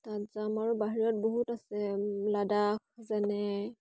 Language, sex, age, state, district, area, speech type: Assamese, female, 18-30, Assam, Charaideo, rural, spontaneous